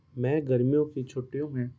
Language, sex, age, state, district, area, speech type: Urdu, male, 18-30, Delhi, Central Delhi, urban, spontaneous